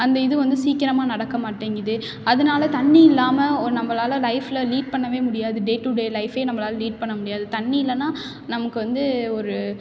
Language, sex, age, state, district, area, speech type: Tamil, female, 18-30, Tamil Nadu, Tiruchirappalli, rural, spontaneous